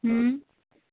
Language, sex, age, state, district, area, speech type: Sindhi, female, 18-30, Gujarat, Kutch, rural, conversation